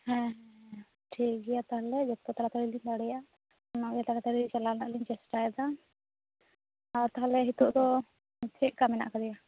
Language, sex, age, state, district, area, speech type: Santali, female, 18-30, West Bengal, Bankura, rural, conversation